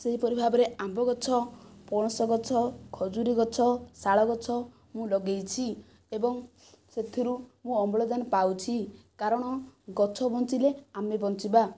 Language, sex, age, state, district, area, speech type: Odia, female, 45-60, Odisha, Kandhamal, rural, spontaneous